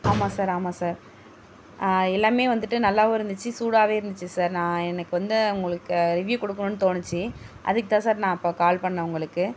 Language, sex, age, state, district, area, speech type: Tamil, female, 30-45, Tamil Nadu, Mayiladuthurai, rural, spontaneous